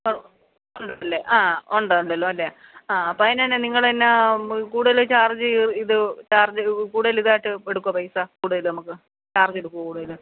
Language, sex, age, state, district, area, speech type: Malayalam, female, 45-60, Kerala, Kottayam, urban, conversation